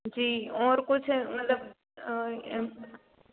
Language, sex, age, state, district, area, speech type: Hindi, female, 18-30, Madhya Pradesh, Narsinghpur, rural, conversation